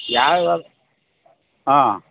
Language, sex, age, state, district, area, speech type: Kannada, male, 45-60, Karnataka, Bellary, rural, conversation